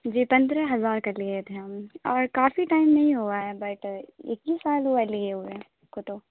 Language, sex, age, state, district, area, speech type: Urdu, female, 18-30, Bihar, Saharsa, rural, conversation